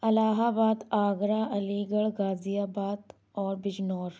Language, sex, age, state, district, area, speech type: Urdu, female, 18-30, Uttar Pradesh, Lucknow, urban, spontaneous